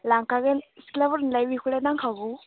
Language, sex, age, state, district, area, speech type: Bodo, female, 18-30, Assam, Baksa, rural, conversation